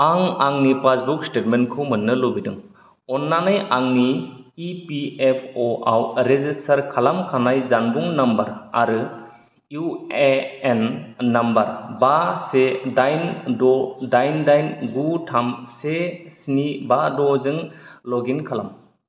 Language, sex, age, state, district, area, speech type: Bodo, male, 45-60, Assam, Kokrajhar, rural, read